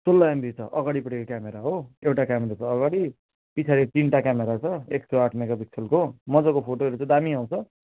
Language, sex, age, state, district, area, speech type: Nepali, male, 18-30, West Bengal, Darjeeling, rural, conversation